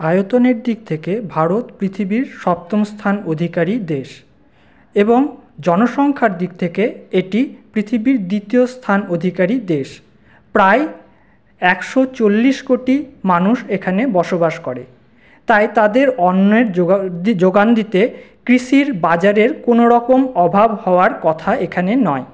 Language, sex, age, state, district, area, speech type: Bengali, male, 30-45, West Bengal, Paschim Bardhaman, urban, spontaneous